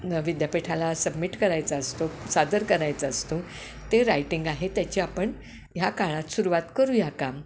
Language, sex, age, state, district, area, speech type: Marathi, female, 60+, Maharashtra, Kolhapur, urban, spontaneous